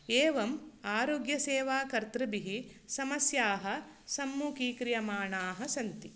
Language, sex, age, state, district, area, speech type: Sanskrit, female, 45-60, Karnataka, Dakshina Kannada, rural, spontaneous